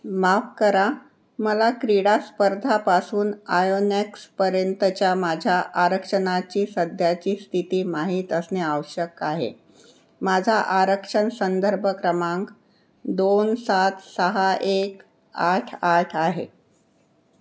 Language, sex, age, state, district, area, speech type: Marathi, female, 60+, Maharashtra, Nagpur, urban, read